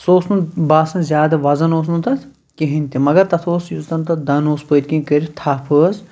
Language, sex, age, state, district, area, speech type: Kashmiri, male, 30-45, Jammu and Kashmir, Shopian, rural, spontaneous